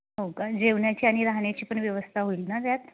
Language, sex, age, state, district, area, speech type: Marathi, female, 30-45, Maharashtra, Wardha, rural, conversation